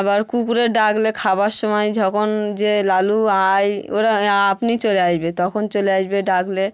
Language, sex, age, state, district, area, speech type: Bengali, female, 30-45, West Bengal, Hooghly, urban, spontaneous